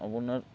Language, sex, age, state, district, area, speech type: Assamese, male, 30-45, Assam, Barpeta, rural, spontaneous